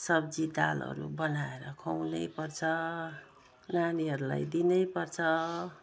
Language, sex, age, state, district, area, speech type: Nepali, female, 60+, West Bengal, Jalpaiguri, urban, spontaneous